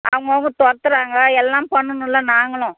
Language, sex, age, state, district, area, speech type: Tamil, female, 45-60, Tamil Nadu, Tirupattur, rural, conversation